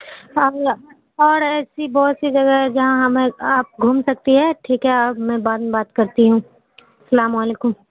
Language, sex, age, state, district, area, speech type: Urdu, female, 45-60, Bihar, Supaul, urban, conversation